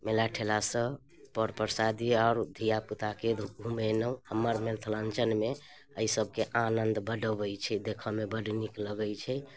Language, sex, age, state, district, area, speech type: Maithili, female, 30-45, Bihar, Muzaffarpur, urban, spontaneous